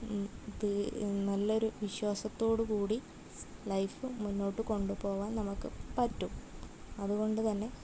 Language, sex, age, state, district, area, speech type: Malayalam, female, 30-45, Kerala, Kasaragod, rural, spontaneous